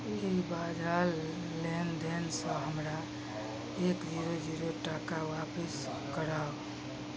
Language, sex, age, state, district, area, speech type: Maithili, female, 60+, Bihar, Madhubani, rural, read